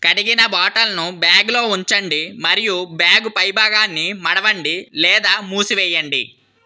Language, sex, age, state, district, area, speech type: Telugu, male, 18-30, Andhra Pradesh, Vizianagaram, urban, read